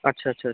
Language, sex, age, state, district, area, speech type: Bengali, male, 18-30, West Bengal, Jalpaiguri, rural, conversation